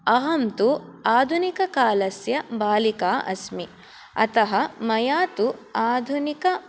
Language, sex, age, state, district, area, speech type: Sanskrit, female, 18-30, Karnataka, Udupi, urban, spontaneous